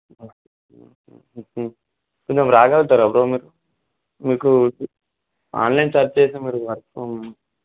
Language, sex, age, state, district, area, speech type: Telugu, male, 18-30, Telangana, Vikarabad, rural, conversation